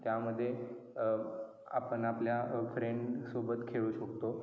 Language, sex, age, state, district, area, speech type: Marathi, male, 18-30, Maharashtra, Kolhapur, rural, spontaneous